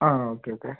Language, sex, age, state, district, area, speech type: Malayalam, male, 18-30, Kerala, Kozhikode, urban, conversation